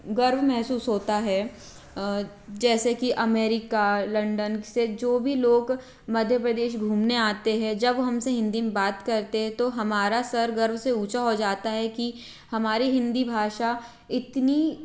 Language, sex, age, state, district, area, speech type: Hindi, female, 18-30, Madhya Pradesh, Betul, rural, spontaneous